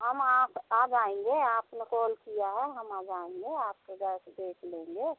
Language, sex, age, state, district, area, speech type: Hindi, female, 45-60, Madhya Pradesh, Seoni, urban, conversation